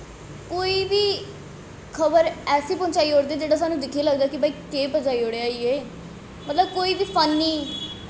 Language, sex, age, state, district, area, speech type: Dogri, female, 18-30, Jammu and Kashmir, Jammu, urban, spontaneous